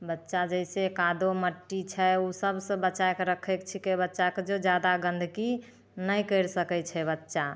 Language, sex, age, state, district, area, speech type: Maithili, female, 18-30, Bihar, Begusarai, rural, spontaneous